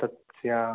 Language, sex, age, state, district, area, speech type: Sanskrit, male, 18-30, Karnataka, Uttara Kannada, rural, conversation